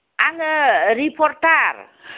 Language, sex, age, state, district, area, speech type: Bodo, female, 60+, Assam, Udalguri, urban, conversation